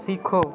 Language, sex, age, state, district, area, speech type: Hindi, male, 30-45, Bihar, Madhepura, rural, read